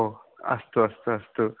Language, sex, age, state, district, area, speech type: Sanskrit, male, 30-45, Karnataka, Udupi, urban, conversation